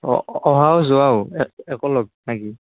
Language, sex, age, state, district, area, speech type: Assamese, male, 18-30, Assam, Barpeta, rural, conversation